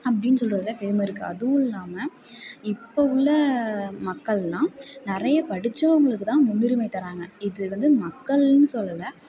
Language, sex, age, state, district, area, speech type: Tamil, female, 18-30, Tamil Nadu, Tiruvarur, rural, spontaneous